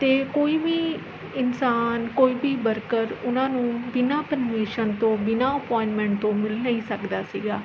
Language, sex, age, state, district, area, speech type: Punjabi, female, 18-30, Punjab, Mohali, rural, spontaneous